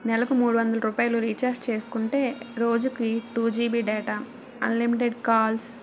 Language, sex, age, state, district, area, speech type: Telugu, female, 45-60, Andhra Pradesh, Vizianagaram, rural, spontaneous